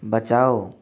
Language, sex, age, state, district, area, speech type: Hindi, male, 18-30, Rajasthan, Jaipur, urban, read